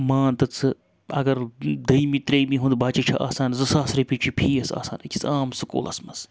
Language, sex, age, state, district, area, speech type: Kashmiri, male, 30-45, Jammu and Kashmir, Srinagar, urban, spontaneous